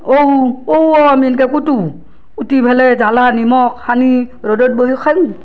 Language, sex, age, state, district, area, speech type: Assamese, female, 30-45, Assam, Barpeta, rural, spontaneous